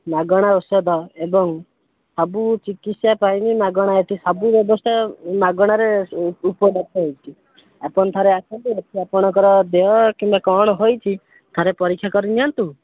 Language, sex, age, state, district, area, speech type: Odia, male, 18-30, Odisha, Kendrapara, urban, conversation